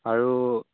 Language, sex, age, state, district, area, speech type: Assamese, male, 18-30, Assam, Sivasagar, rural, conversation